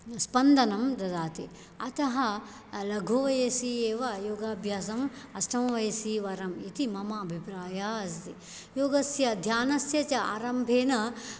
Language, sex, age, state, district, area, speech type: Sanskrit, female, 45-60, Karnataka, Dakshina Kannada, rural, spontaneous